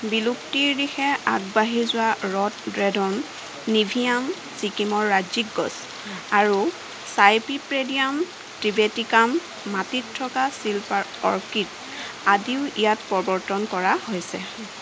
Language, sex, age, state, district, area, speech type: Assamese, female, 30-45, Assam, Nagaon, rural, read